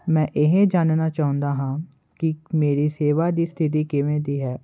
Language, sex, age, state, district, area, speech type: Punjabi, male, 18-30, Punjab, Kapurthala, urban, spontaneous